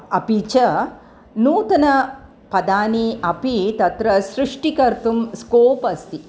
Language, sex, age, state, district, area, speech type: Sanskrit, female, 60+, Tamil Nadu, Chennai, urban, spontaneous